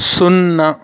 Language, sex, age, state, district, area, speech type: Telugu, male, 30-45, Andhra Pradesh, Sri Balaji, rural, read